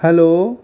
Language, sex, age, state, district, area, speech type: Urdu, male, 18-30, Delhi, North East Delhi, urban, spontaneous